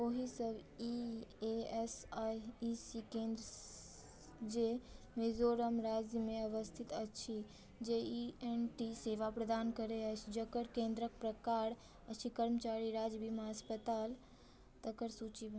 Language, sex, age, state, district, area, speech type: Maithili, female, 18-30, Bihar, Madhubani, rural, read